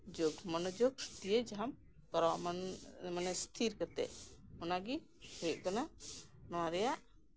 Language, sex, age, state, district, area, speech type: Santali, female, 45-60, West Bengal, Birbhum, rural, spontaneous